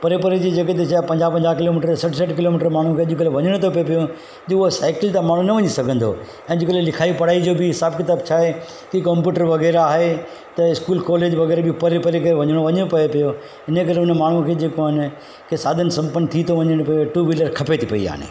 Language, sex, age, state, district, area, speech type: Sindhi, male, 45-60, Gujarat, Surat, urban, spontaneous